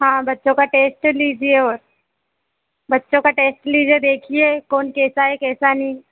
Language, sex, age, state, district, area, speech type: Hindi, female, 18-30, Madhya Pradesh, Harda, urban, conversation